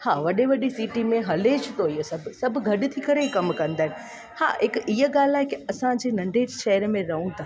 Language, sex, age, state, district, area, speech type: Sindhi, female, 18-30, Gujarat, Junagadh, rural, spontaneous